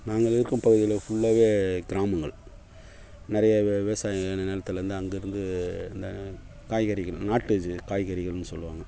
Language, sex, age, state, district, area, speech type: Tamil, male, 45-60, Tamil Nadu, Kallakurichi, rural, spontaneous